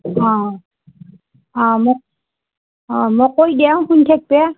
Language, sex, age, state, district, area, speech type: Assamese, female, 60+, Assam, Nalbari, rural, conversation